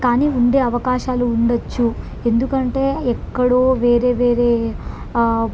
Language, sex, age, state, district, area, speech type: Telugu, female, 18-30, Andhra Pradesh, Krishna, urban, spontaneous